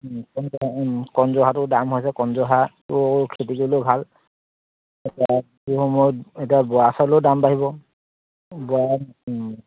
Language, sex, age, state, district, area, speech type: Assamese, male, 30-45, Assam, Charaideo, rural, conversation